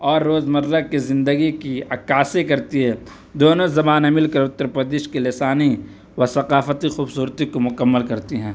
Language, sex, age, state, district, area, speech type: Urdu, male, 18-30, Uttar Pradesh, Saharanpur, urban, spontaneous